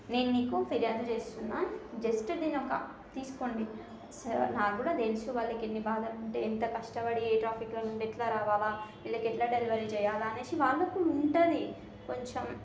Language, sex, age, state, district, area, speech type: Telugu, female, 18-30, Telangana, Hyderabad, urban, spontaneous